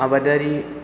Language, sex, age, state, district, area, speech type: Bodo, male, 18-30, Assam, Chirang, rural, spontaneous